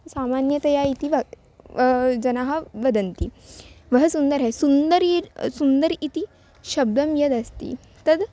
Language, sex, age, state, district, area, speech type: Sanskrit, female, 18-30, Maharashtra, Wardha, urban, spontaneous